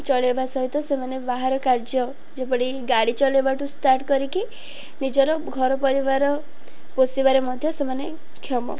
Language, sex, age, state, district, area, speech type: Odia, female, 18-30, Odisha, Ganjam, urban, spontaneous